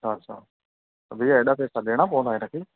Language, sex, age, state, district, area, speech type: Sindhi, male, 30-45, Madhya Pradesh, Katni, urban, conversation